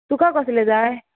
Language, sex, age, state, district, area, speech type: Goan Konkani, female, 18-30, Goa, Bardez, rural, conversation